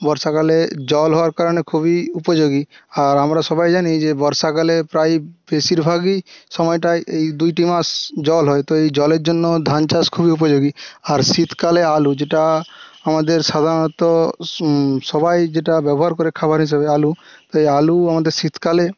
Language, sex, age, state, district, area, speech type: Bengali, male, 18-30, West Bengal, Jhargram, rural, spontaneous